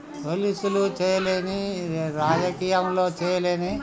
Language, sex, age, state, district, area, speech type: Telugu, male, 60+, Telangana, Hanamkonda, rural, spontaneous